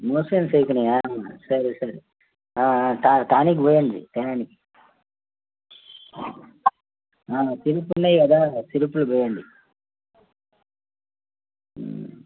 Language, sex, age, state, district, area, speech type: Telugu, male, 45-60, Telangana, Bhadradri Kothagudem, urban, conversation